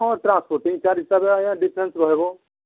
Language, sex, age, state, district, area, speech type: Odia, male, 45-60, Odisha, Nuapada, urban, conversation